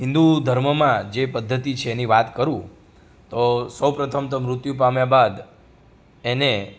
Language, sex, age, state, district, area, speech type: Gujarati, male, 30-45, Gujarat, Rajkot, rural, spontaneous